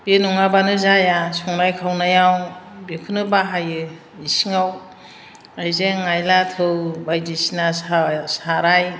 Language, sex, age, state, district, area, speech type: Bodo, female, 60+, Assam, Chirang, urban, spontaneous